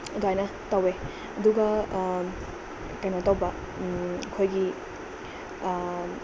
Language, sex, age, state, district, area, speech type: Manipuri, female, 18-30, Manipur, Bishnupur, rural, spontaneous